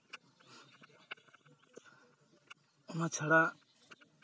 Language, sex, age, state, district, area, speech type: Santali, male, 30-45, West Bengal, Jhargram, rural, spontaneous